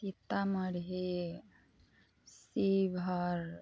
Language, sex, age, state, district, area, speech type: Maithili, female, 30-45, Bihar, Sitamarhi, urban, spontaneous